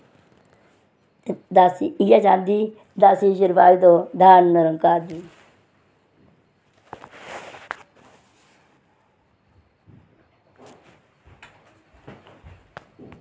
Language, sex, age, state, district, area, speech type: Dogri, female, 60+, Jammu and Kashmir, Reasi, rural, spontaneous